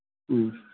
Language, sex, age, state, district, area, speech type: Manipuri, male, 60+, Manipur, Kangpokpi, urban, conversation